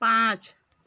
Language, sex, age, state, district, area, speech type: Hindi, female, 30-45, Uttar Pradesh, Azamgarh, rural, read